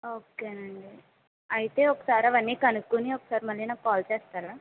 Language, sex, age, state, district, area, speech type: Telugu, female, 30-45, Andhra Pradesh, Kakinada, urban, conversation